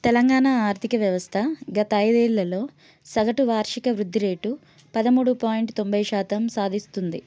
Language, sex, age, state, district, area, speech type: Telugu, female, 30-45, Telangana, Hanamkonda, urban, spontaneous